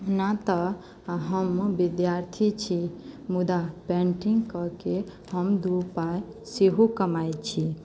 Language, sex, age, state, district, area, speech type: Maithili, female, 18-30, Bihar, Madhubani, rural, spontaneous